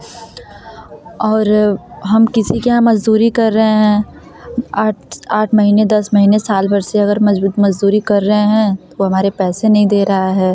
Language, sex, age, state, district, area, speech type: Hindi, female, 18-30, Uttar Pradesh, Varanasi, rural, spontaneous